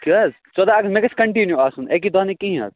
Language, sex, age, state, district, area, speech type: Kashmiri, male, 18-30, Jammu and Kashmir, Kupwara, rural, conversation